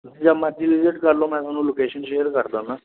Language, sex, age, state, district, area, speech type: Punjabi, male, 18-30, Punjab, Mohali, rural, conversation